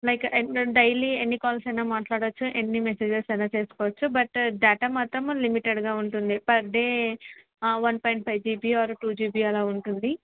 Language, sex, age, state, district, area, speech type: Telugu, female, 18-30, Andhra Pradesh, Kurnool, urban, conversation